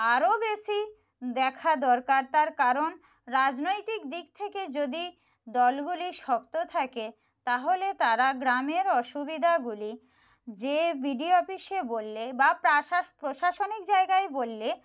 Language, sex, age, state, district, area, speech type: Bengali, female, 30-45, West Bengal, Purba Medinipur, rural, spontaneous